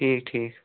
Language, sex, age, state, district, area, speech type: Kashmiri, male, 18-30, Jammu and Kashmir, Pulwama, rural, conversation